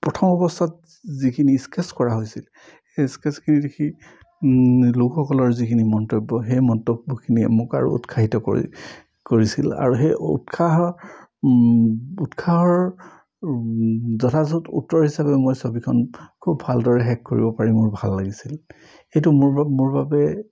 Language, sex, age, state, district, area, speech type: Assamese, male, 60+, Assam, Charaideo, urban, spontaneous